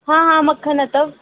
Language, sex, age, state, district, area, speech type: Sindhi, female, 18-30, Delhi, South Delhi, urban, conversation